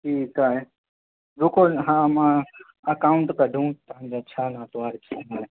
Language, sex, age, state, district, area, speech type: Sindhi, male, 30-45, Uttar Pradesh, Lucknow, urban, conversation